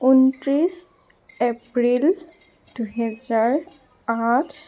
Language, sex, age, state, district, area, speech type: Assamese, female, 18-30, Assam, Tinsukia, rural, spontaneous